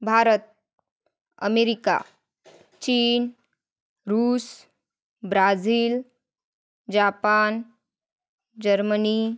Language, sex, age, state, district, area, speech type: Marathi, female, 30-45, Maharashtra, Wardha, rural, spontaneous